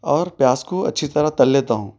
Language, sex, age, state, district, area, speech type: Urdu, male, 30-45, Telangana, Hyderabad, urban, spontaneous